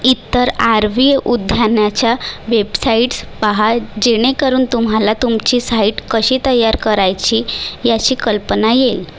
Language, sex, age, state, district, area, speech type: Marathi, female, 18-30, Maharashtra, Nagpur, urban, read